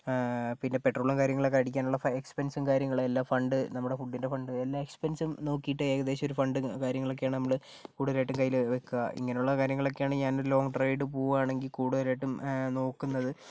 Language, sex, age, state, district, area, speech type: Malayalam, male, 45-60, Kerala, Kozhikode, urban, spontaneous